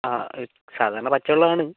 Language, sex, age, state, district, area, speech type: Malayalam, male, 18-30, Kerala, Kozhikode, urban, conversation